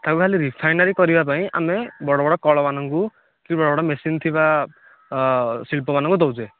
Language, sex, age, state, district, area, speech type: Odia, male, 30-45, Odisha, Nayagarh, rural, conversation